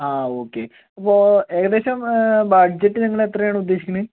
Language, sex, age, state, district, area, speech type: Malayalam, male, 45-60, Kerala, Palakkad, rural, conversation